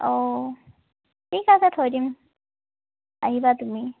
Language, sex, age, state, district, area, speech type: Assamese, female, 18-30, Assam, Tinsukia, rural, conversation